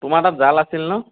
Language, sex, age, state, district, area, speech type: Assamese, male, 30-45, Assam, Sonitpur, rural, conversation